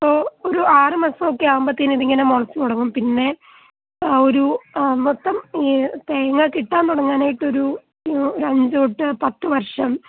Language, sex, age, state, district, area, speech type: Malayalam, female, 18-30, Kerala, Kottayam, rural, conversation